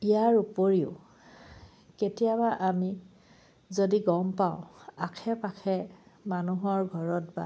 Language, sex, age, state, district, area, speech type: Assamese, female, 30-45, Assam, Charaideo, rural, spontaneous